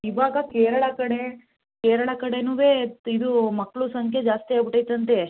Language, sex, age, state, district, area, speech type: Kannada, female, 18-30, Karnataka, Mandya, rural, conversation